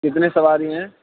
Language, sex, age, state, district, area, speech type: Urdu, male, 60+, Delhi, Central Delhi, rural, conversation